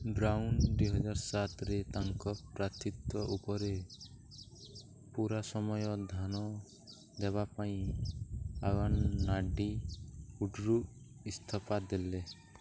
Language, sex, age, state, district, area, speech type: Odia, male, 18-30, Odisha, Nuapada, urban, read